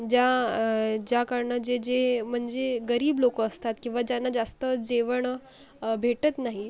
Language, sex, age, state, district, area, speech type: Marathi, female, 30-45, Maharashtra, Akola, rural, spontaneous